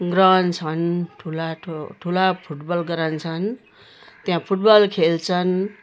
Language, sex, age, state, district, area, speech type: Nepali, female, 60+, West Bengal, Jalpaiguri, urban, spontaneous